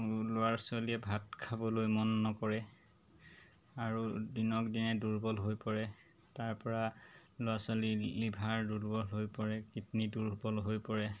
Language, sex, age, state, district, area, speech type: Assamese, male, 30-45, Assam, Golaghat, urban, spontaneous